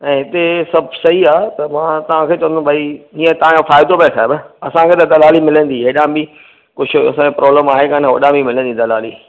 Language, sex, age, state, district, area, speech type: Sindhi, male, 45-60, Maharashtra, Thane, urban, conversation